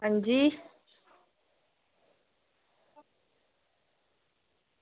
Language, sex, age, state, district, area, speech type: Dogri, female, 30-45, Jammu and Kashmir, Reasi, rural, conversation